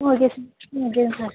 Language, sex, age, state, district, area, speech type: Tamil, female, 30-45, Tamil Nadu, Tiruvannamalai, rural, conversation